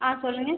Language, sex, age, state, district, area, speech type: Tamil, female, 30-45, Tamil Nadu, Cuddalore, rural, conversation